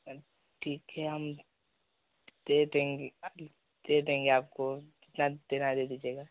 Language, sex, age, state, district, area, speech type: Hindi, male, 18-30, Uttar Pradesh, Chandauli, rural, conversation